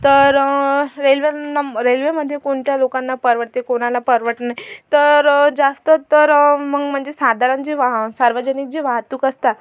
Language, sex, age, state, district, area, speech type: Marathi, female, 18-30, Maharashtra, Amravati, urban, spontaneous